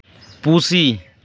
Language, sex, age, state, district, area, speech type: Santali, male, 18-30, West Bengal, Jhargram, rural, read